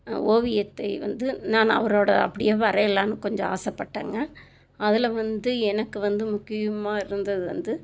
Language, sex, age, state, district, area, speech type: Tamil, female, 45-60, Tamil Nadu, Tiruppur, rural, spontaneous